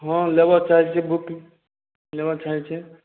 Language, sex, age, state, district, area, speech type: Maithili, male, 30-45, Bihar, Madhubani, rural, conversation